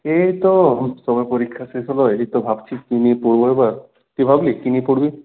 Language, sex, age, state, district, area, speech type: Bengali, male, 18-30, West Bengal, Purulia, urban, conversation